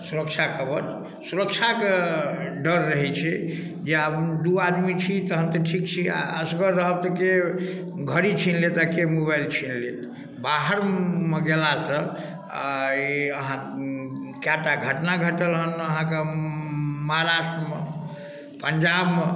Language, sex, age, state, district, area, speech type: Maithili, male, 45-60, Bihar, Darbhanga, rural, spontaneous